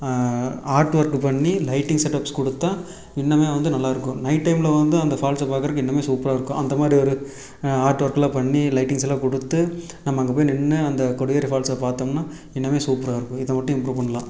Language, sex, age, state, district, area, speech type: Tamil, male, 18-30, Tamil Nadu, Erode, rural, spontaneous